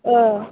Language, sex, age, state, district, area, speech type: Bodo, female, 18-30, Assam, Chirang, rural, conversation